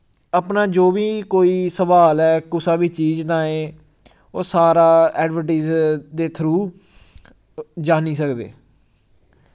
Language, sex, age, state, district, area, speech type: Dogri, male, 18-30, Jammu and Kashmir, Samba, rural, spontaneous